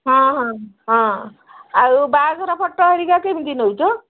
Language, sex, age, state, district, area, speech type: Odia, female, 60+, Odisha, Gajapati, rural, conversation